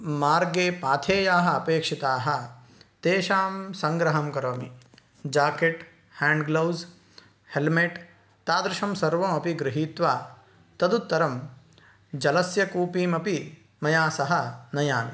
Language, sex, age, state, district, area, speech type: Sanskrit, male, 18-30, Karnataka, Uttara Kannada, rural, spontaneous